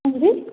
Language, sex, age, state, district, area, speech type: Hindi, female, 18-30, Madhya Pradesh, Jabalpur, urban, conversation